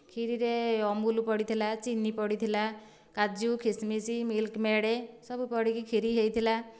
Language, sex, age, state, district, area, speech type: Odia, female, 30-45, Odisha, Dhenkanal, rural, spontaneous